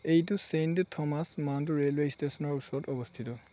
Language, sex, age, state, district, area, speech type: Assamese, male, 18-30, Assam, Charaideo, rural, read